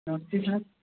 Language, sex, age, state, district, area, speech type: Hindi, male, 30-45, Uttar Pradesh, Mau, rural, conversation